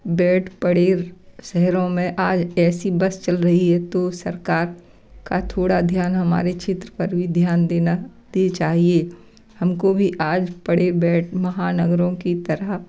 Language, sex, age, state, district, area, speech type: Hindi, female, 60+, Madhya Pradesh, Gwalior, rural, spontaneous